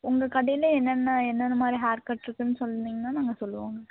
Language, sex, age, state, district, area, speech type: Tamil, female, 18-30, Tamil Nadu, Coimbatore, rural, conversation